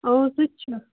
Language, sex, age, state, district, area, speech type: Kashmiri, female, 30-45, Jammu and Kashmir, Ganderbal, rural, conversation